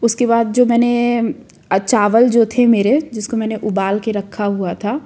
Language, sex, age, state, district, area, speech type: Hindi, female, 30-45, Madhya Pradesh, Jabalpur, urban, spontaneous